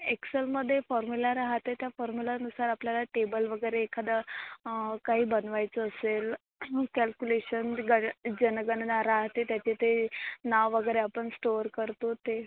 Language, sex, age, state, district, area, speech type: Marathi, female, 18-30, Maharashtra, Amravati, urban, conversation